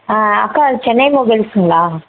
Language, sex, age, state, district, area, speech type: Tamil, female, 18-30, Tamil Nadu, Namakkal, rural, conversation